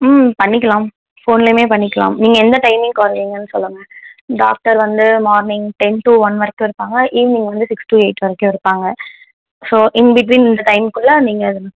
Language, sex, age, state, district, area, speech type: Tamil, female, 18-30, Tamil Nadu, Tenkasi, rural, conversation